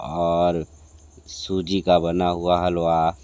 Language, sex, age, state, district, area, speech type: Hindi, male, 60+, Uttar Pradesh, Sonbhadra, rural, spontaneous